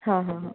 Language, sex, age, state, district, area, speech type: Hindi, female, 45-60, Madhya Pradesh, Jabalpur, urban, conversation